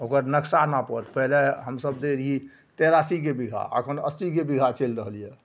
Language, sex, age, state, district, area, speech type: Maithili, male, 60+, Bihar, Araria, rural, spontaneous